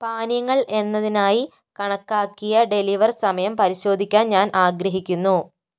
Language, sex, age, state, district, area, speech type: Malayalam, female, 60+, Kerala, Kozhikode, rural, read